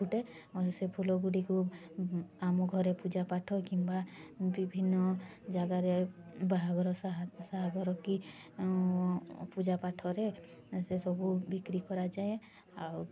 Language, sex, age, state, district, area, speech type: Odia, female, 18-30, Odisha, Mayurbhanj, rural, spontaneous